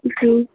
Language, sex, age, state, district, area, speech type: Hindi, female, 45-60, Uttar Pradesh, Hardoi, rural, conversation